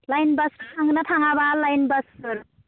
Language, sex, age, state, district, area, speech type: Bodo, female, 30-45, Assam, Baksa, rural, conversation